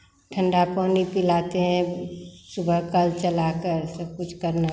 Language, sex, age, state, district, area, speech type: Hindi, female, 45-60, Bihar, Begusarai, rural, spontaneous